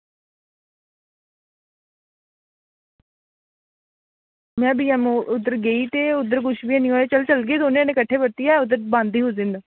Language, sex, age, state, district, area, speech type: Dogri, female, 18-30, Jammu and Kashmir, Kathua, rural, conversation